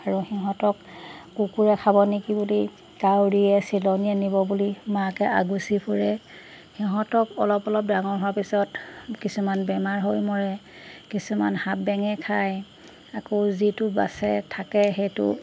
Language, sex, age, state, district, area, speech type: Assamese, female, 45-60, Assam, Golaghat, rural, spontaneous